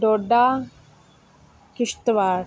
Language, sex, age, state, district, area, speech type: Dogri, female, 18-30, Jammu and Kashmir, Udhampur, rural, spontaneous